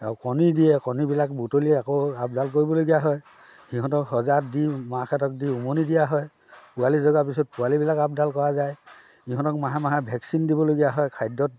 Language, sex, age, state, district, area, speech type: Assamese, male, 60+, Assam, Dhemaji, rural, spontaneous